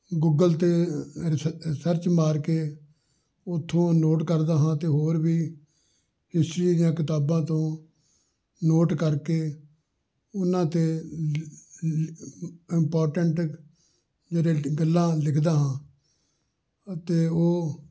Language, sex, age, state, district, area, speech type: Punjabi, male, 60+, Punjab, Amritsar, urban, spontaneous